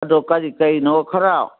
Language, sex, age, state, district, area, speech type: Manipuri, female, 60+, Manipur, Kangpokpi, urban, conversation